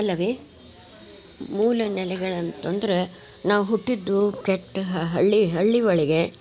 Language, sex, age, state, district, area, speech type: Kannada, female, 60+, Karnataka, Gadag, rural, spontaneous